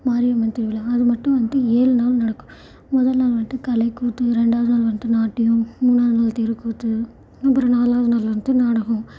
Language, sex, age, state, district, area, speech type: Tamil, female, 18-30, Tamil Nadu, Salem, rural, spontaneous